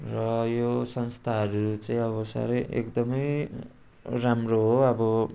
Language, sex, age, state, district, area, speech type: Nepali, male, 18-30, West Bengal, Darjeeling, rural, spontaneous